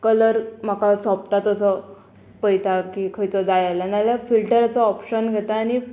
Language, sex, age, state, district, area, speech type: Goan Konkani, female, 18-30, Goa, Murmgao, rural, spontaneous